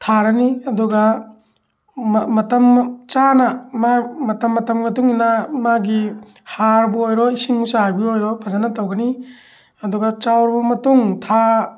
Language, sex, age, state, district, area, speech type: Manipuri, male, 45-60, Manipur, Thoubal, rural, spontaneous